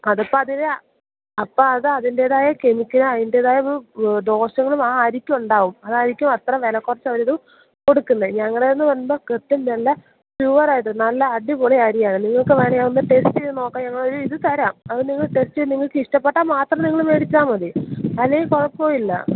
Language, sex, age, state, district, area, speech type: Malayalam, female, 18-30, Kerala, Idukki, rural, conversation